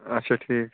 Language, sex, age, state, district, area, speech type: Kashmiri, male, 30-45, Jammu and Kashmir, Ganderbal, rural, conversation